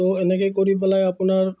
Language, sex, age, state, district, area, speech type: Assamese, male, 45-60, Assam, Udalguri, rural, spontaneous